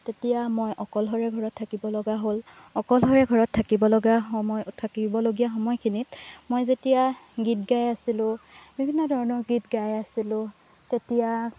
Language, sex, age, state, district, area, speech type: Assamese, female, 18-30, Assam, Lakhimpur, rural, spontaneous